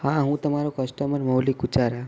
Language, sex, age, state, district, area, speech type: Gujarati, male, 18-30, Gujarat, Ahmedabad, urban, spontaneous